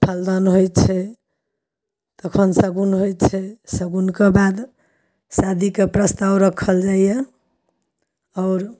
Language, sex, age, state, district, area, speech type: Maithili, female, 45-60, Bihar, Samastipur, rural, spontaneous